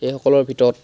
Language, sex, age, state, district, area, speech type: Assamese, male, 45-60, Assam, Charaideo, rural, spontaneous